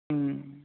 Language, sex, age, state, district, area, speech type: Punjabi, male, 30-45, Punjab, Barnala, rural, conversation